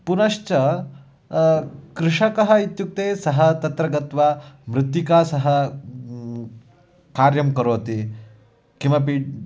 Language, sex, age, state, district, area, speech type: Sanskrit, male, 18-30, Karnataka, Uttara Kannada, rural, spontaneous